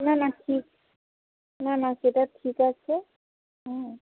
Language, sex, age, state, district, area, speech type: Bengali, female, 60+, West Bengal, Purba Medinipur, rural, conversation